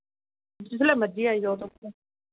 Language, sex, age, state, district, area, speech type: Dogri, female, 30-45, Jammu and Kashmir, Samba, urban, conversation